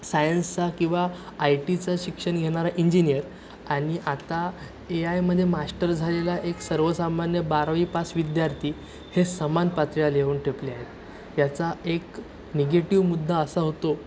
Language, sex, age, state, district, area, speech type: Marathi, male, 18-30, Maharashtra, Sindhudurg, rural, spontaneous